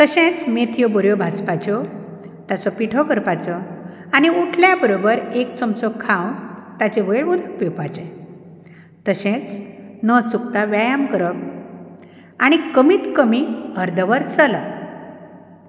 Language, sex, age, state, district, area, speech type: Goan Konkani, female, 45-60, Goa, Ponda, rural, spontaneous